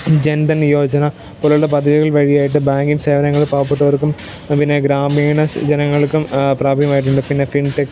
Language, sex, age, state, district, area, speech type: Malayalam, male, 18-30, Kerala, Pathanamthitta, rural, spontaneous